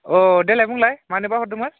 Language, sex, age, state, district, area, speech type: Bodo, male, 18-30, Assam, Udalguri, rural, conversation